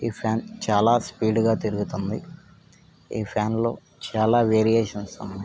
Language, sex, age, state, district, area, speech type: Telugu, male, 60+, Andhra Pradesh, Vizianagaram, rural, spontaneous